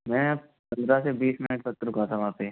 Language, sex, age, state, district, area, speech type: Hindi, male, 18-30, Rajasthan, Jaipur, urban, conversation